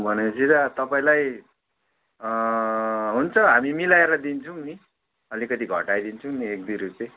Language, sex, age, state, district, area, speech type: Nepali, male, 30-45, West Bengal, Darjeeling, rural, conversation